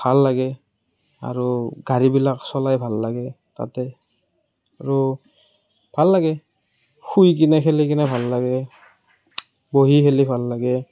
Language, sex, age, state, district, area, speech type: Assamese, male, 30-45, Assam, Morigaon, rural, spontaneous